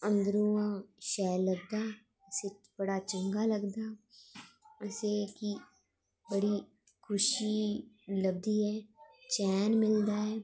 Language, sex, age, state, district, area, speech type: Dogri, female, 30-45, Jammu and Kashmir, Jammu, urban, spontaneous